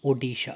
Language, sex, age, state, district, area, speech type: Malayalam, male, 18-30, Kerala, Kozhikode, urban, spontaneous